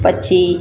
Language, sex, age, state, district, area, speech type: Gujarati, female, 45-60, Gujarat, Rajkot, rural, spontaneous